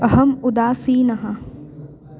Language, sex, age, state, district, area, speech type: Sanskrit, female, 18-30, Maharashtra, Wardha, urban, read